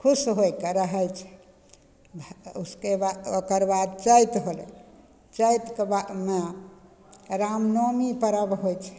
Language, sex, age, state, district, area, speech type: Maithili, female, 60+, Bihar, Begusarai, rural, spontaneous